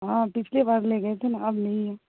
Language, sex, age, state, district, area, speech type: Urdu, female, 30-45, Bihar, Saharsa, rural, conversation